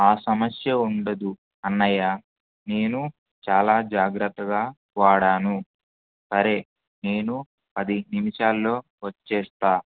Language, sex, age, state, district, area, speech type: Telugu, male, 18-30, Andhra Pradesh, Kurnool, rural, conversation